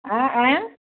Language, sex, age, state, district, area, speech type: Odia, female, 60+, Odisha, Angul, rural, conversation